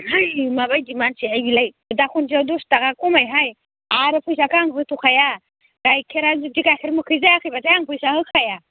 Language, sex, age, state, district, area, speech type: Bodo, female, 45-60, Assam, Udalguri, rural, conversation